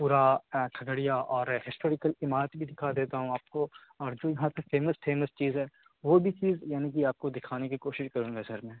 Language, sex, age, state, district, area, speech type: Urdu, male, 18-30, Bihar, Khagaria, rural, conversation